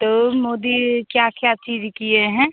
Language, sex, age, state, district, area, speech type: Hindi, female, 45-60, Bihar, Begusarai, rural, conversation